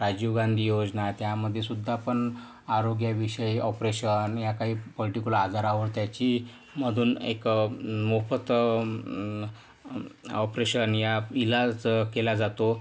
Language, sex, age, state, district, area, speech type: Marathi, male, 45-60, Maharashtra, Yavatmal, urban, spontaneous